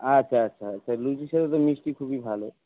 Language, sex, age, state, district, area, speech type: Bengali, male, 60+, West Bengal, Purba Bardhaman, rural, conversation